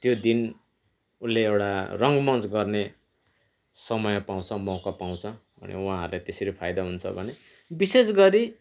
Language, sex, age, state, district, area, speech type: Nepali, male, 45-60, West Bengal, Kalimpong, rural, spontaneous